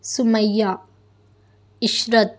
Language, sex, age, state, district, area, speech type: Urdu, female, 18-30, Telangana, Hyderabad, urban, spontaneous